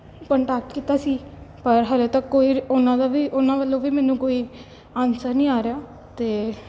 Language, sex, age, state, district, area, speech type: Punjabi, female, 18-30, Punjab, Kapurthala, urban, spontaneous